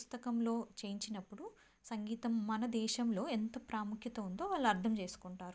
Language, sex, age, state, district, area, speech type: Telugu, female, 18-30, Telangana, Karimnagar, rural, spontaneous